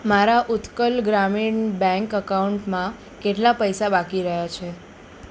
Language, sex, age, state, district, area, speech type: Gujarati, female, 18-30, Gujarat, Ahmedabad, urban, read